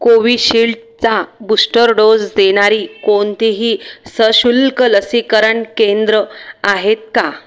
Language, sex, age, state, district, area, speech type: Marathi, female, 30-45, Maharashtra, Buldhana, rural, read